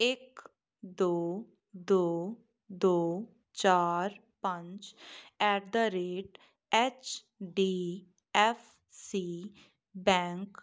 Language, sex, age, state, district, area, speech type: Punjabi, female, 18-30, Punjab, Muktsar, urban, read